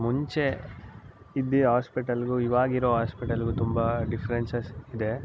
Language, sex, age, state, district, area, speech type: Kannada, male, 18-30, Karnataka, Mysore, urban, spontaneous